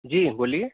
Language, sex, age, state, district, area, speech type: Urdu, male, 30-45, Delhi, East Delhi, urban, conversation